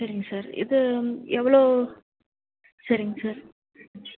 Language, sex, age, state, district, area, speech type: Tamil, female, 30-45, Tamil Nadu, Nilgiris, rural, conversation